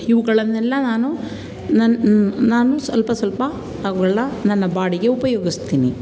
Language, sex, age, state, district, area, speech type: Kannada, female, 45-60, Karnataka, Mandya, rural, spontaneous